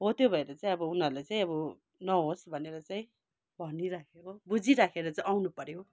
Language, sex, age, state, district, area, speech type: Nepali, female, 60+, West Bengal, Kalimpong, rural, spontaneous